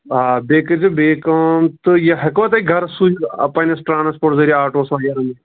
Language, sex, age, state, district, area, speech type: Kashmiri, male, 18-30, Jammu and Kashmir, Pulwama, rural, conversation